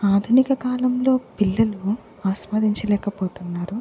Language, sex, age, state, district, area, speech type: Telugu, female, 30-45, Andhra Pradesh, Guntur, urban, spontaneous